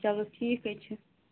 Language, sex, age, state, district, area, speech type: Kashmiri, female, 30-45, Jammu and Kashmir, Bandipora, rural, conversation